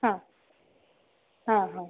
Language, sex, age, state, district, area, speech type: Marathi, female, 30-45, Maharashtra, Nanded, urban, conversation